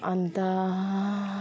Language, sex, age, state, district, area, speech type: Nepali, female, 30-45, West Bengal, Alipurduar, urban, spontaneous